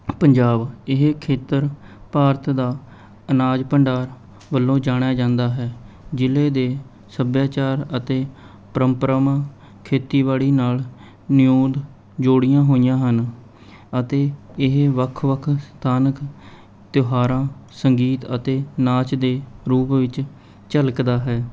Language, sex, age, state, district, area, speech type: Punjabi, male, 18-30, Punjab, Mohali, urban, spontaneous